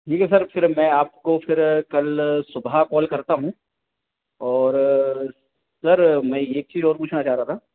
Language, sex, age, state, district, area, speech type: Hindi, male, 30-45, Madhya Pradesh, Hoshangabad, rural, conversation